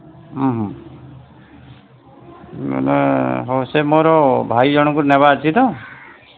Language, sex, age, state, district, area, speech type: Odia, male, 45-60, Odisha, Sambalpur, rural, conversation